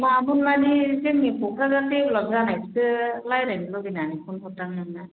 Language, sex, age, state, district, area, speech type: Bodo, female, 45-60, Assam, Kokrajhar, rural, conversation